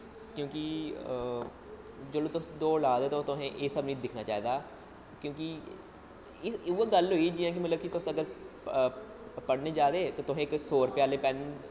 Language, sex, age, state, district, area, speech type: Dogri, male, 18-30, Jammu and Kashmir, Jammu, urban, spontaneous